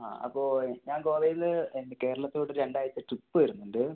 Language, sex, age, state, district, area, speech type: Malayalam, male, 18-30, Kerala, Kozhikode, urban, conversation